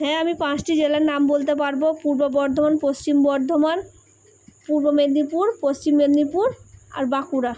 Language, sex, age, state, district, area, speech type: Bengali, female, 18-30, West Bengal, Purba Bardhaman, urban, spontaneous